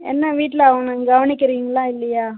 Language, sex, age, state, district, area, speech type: Tamil, female, 30-45, Tamil Nadu, Cuddalore, rural, conversation